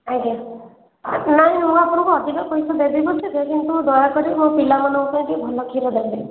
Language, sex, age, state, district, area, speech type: Odia, female, 30-45, Odisha, Khordha, rural, conversation